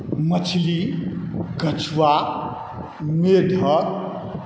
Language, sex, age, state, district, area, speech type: Maithili, male, 45-60, Bihar, Saharsa, rural, spontaneous